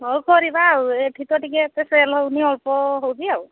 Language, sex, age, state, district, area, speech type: Odia, female, 45-60, Odisha, Angul, rural, conversation